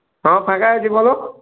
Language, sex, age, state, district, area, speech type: Bengali, male, 30-45, West Bengal, Purulia, urban, conversation